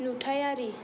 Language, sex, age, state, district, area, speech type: Bodo, female, 18-30, Assam, Kokrajhar, rural, read